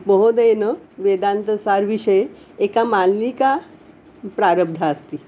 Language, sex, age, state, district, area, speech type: Sanskrit, female, 60+, Maharashtra, Nagpur, urban, spontaneous